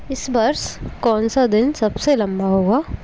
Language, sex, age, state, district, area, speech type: Hindi, female, 18-30, Madhya Pradesh, Indore, urban, read